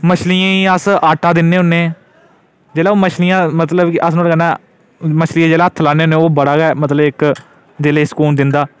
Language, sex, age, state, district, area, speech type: Dogri, male, 18-30, Jammu and Kashmir, Udhampur, urban, spontaneous